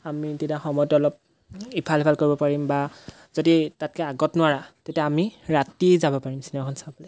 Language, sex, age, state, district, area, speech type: Assamese, male, 18-30, Assam, Golaghat, rural, spontaneous